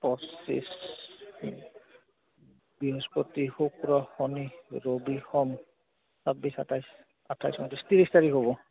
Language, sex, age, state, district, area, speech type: Assamese, male, 30-45, Assam, Goalpara, urban, conversation